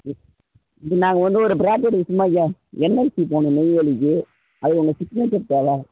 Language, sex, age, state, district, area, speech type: Tamil, male, 18-30, Tamil Nadu, Cuddalore, rural, conversation